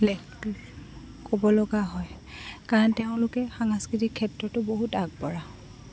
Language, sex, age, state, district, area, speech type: Assamese, female, 18-30, Assam, Goalpara, urban, spontaneous